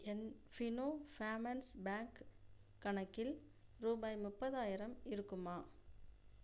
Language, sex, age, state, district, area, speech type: Tamil, female, 30-45, Tamil Nadu, Tiruchirappalli, rural, read